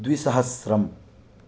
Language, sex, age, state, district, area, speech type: Sanskrit, male, 18-30, Odisha, Jagatsinghpur, urban, spontaneous